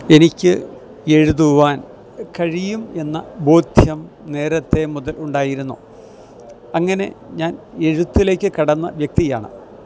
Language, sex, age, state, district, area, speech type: Malayalam, male, 60+, Kerala, Kottayam, rural, spontaneous